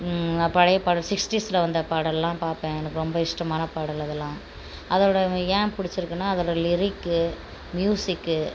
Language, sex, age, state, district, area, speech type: Tamil, female, 45-60, Tamil Nadu, Tiruchirappalli, rural, spontaneous